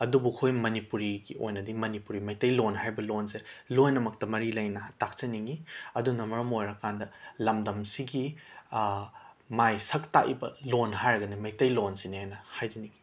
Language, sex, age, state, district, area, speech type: Manipuri, male, 18-30, Manipur, Imphal West, rural, spontaneous